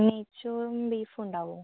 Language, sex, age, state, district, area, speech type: Malayalam, female, 45-60, Kerala, Kozhikode, urban, conversation